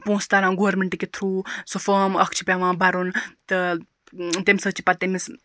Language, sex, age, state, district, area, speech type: Kashmiri, female, 30-45, Jammu and Kashmir, Baramulla, rural, spontaneous